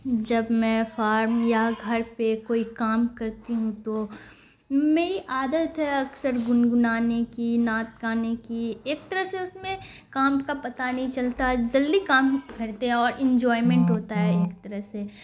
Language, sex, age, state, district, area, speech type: Urdu, female, 18-30, Bihar, Khagaria, rural, spontaneous